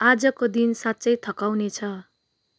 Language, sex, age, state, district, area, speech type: Nepali, female, 30-45, West Bengal, Darjeeling, urban, read